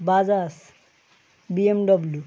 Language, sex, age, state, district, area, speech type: Bengali, male, 30-45, West Bengal, Birbhum, urban, spontaneous